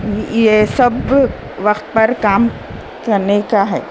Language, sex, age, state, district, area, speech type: Urdu, female, 60+, Telangana, Hyderabad, urban, spontaneous